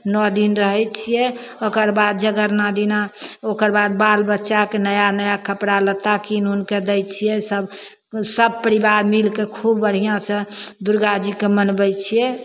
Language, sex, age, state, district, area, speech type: Maithili, female, 60+, Bihar, Begusarai, rural, spontaneous